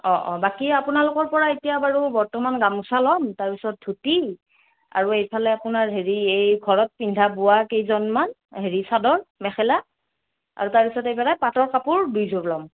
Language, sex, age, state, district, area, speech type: Assamese, female, 30-45, Assam, Morigaon, rural, conversation